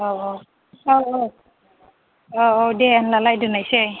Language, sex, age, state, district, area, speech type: Bodo, female, 18-30, Assam, Chirang, rural, conversation